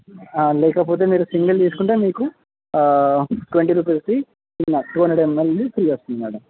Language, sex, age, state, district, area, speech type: Telugu, male, 18-30, Telangana, Sangareddy, rural, conversation